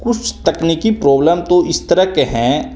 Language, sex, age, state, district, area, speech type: Hindi, male, 18-30, Bihar, Begusarai, rural, spontaneous